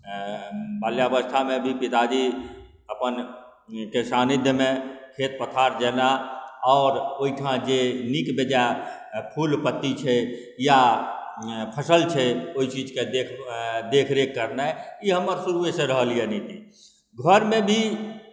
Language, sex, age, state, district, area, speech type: Maithili, male, 45-60, Bihar, Supaul, urban, spontaneous